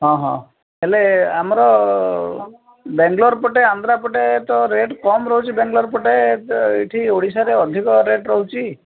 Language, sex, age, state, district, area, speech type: Odia, male, 45-60, Odisha, Gajapati, rural, conversation